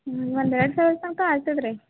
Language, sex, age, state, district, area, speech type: Kannada, female, 18-30, Karnataka, Gulbarga, urban, conversation